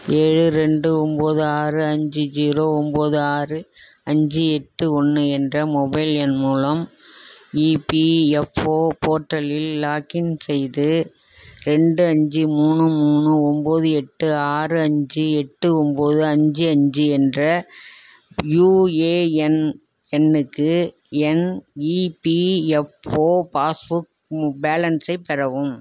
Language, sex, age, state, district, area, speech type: Tamil, female, 60+, Tamil Nadu, Tiruvarur, rural, read